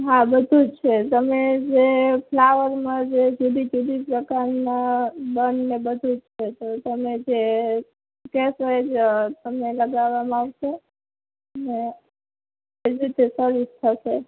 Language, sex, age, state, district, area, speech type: Gujarati, female, 30-45, Gujarat, Morbi, urban, conversation